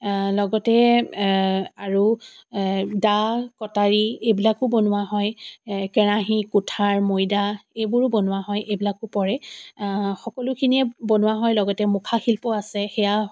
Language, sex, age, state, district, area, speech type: Assamese, female, 45-60, Assam, Dibrugarh, rural, spontaneous